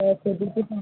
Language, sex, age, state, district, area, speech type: Odia, female, 18-30, Odisha, Puri, urban, conversation